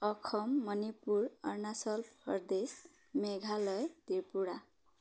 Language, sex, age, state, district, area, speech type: Assamese, female, 30-45, Assam, Dibrugarh, urban, spontaneous